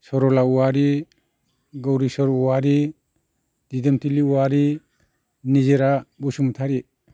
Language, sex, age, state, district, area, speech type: Bodo, male, 60+, Assam, Chirang, rural, spontaneous